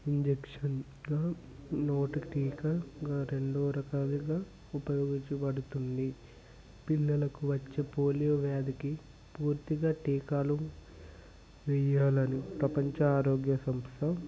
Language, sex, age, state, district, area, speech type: Telugu, male, 18-30, Telangana, Nirmal, rural, spontaneous